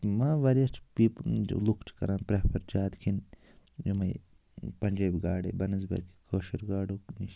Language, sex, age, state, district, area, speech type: Kashmiri, male, 30-45, Jammu and Kashmir, Ganderbal, rural, spontaneous